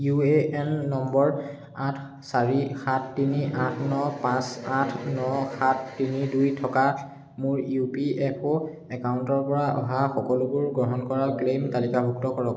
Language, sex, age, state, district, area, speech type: Assamese, male, 18-30, Assam, Charaideo, urban, read